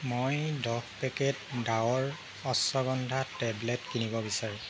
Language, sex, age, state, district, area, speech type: Assamese, male, 30-45, Assam, Jorhat, urban, read